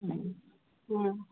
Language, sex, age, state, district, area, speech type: Manipuri, female, 60+, Manipur, Ukhrul, rural, conversation